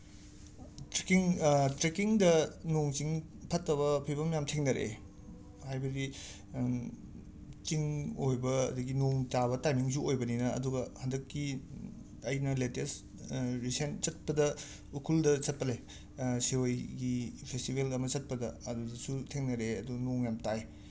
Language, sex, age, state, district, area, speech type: Manipuri, male, 30-45, Manipur, Imphal West, urban, spontaneous